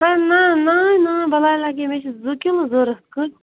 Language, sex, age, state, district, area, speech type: Kashmiri, female, 18-30, Jammu and Kashmir, Bandipora, rural, conversation